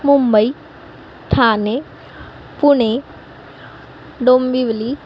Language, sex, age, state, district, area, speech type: Marathi, female, 18-30, Maharashtra, Osmanabad, rural, spontaneous